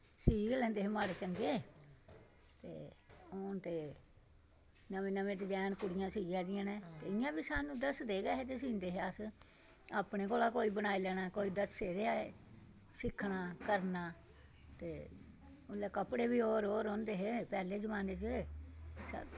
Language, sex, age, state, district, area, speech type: Dogri, female, 60+, Jammu and Kashmir, Samba, urban, spontaneous